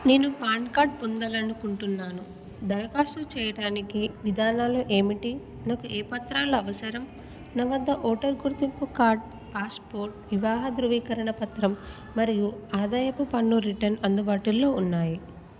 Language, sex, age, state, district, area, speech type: Telugu, female, 18-30, Telangana, Peddapalli, rural, read